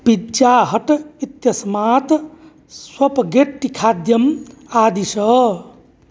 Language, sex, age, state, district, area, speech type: Sanskrit, male, 45-60, Uttar Pradesh, Mirzapur, urban, read